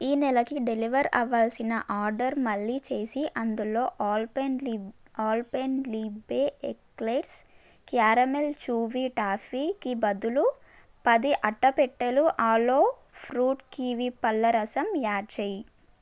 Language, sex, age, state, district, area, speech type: Telugu, female, 18-30, Telangana, Mahbubnagar, urban, read